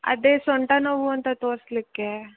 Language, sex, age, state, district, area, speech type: Kannada, female, 18-30, Karnataka, Tumkur, urban, conversation